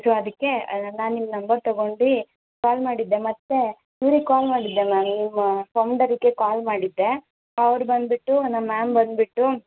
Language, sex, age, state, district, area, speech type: Kannada, female, 18-30, Karnataka, Chikkaballapur, urban, conversation